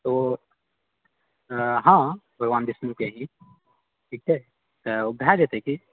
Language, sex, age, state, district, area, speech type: Maithili, male, 45-60, Bihar, Purnia, rural, conversation